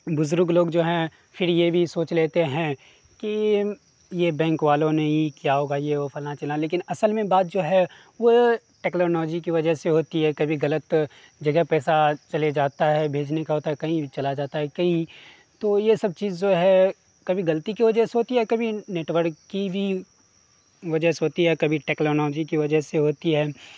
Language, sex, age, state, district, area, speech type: Urdu, male, 18-30, Bihar, Darbhanga, rural, spontaneous